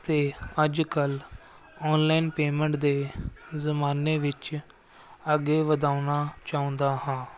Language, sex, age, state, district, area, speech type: Punjabi, male, 18-30, Punjab, Firozpur, urban, spontaneous